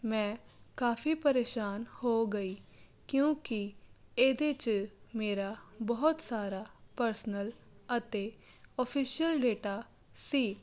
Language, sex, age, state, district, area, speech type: Punjabi, female, 30-45, Punjab, Jalandhar, urban, spontaneous